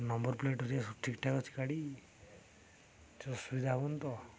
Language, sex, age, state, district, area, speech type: Odia, male, 18-30, Odisha, Jagatsinghpur, rural, spontaneous